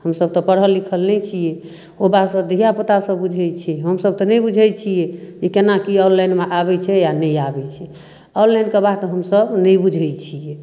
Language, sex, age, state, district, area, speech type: Maithili, female, 45-60, Bihar, Darbhanga, rural, spontaneous